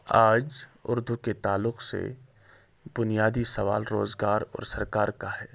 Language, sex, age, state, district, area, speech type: Urdu, male, 18-30, Jammu and Kashmir, Srinagar, rural, spontaneous